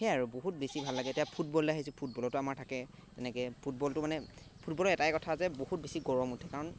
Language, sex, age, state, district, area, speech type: Assamese, male, 18-30, Assam, Golaghat, urban, spontaneous